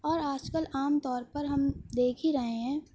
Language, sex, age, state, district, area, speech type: Urdu, female, 18-30, Uttar Pradesh, Shahjahanpur, urban, spontaneous